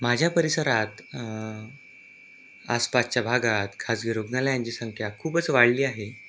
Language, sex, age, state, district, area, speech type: Marathi, male, 18-30, Maharashtra, Aurangabad, rural, spontaneous